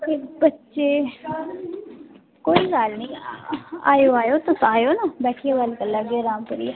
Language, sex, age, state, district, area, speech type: Dogri, female, 18-30, Jammu and Kashmir, Udhampur, rural, conversation